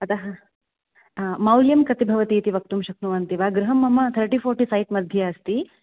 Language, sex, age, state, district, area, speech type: Sanskrit, female, 18-30, Karnataka, Dakshina Kannada, urban, conversation